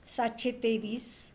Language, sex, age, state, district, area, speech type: Marathi, female, 60+, Maharashtra, Pune, urban, spontaneous